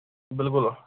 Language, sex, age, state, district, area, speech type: Kashmiri, male, 18-30, Jammu and Kashmir, Anantnag, rural, conversation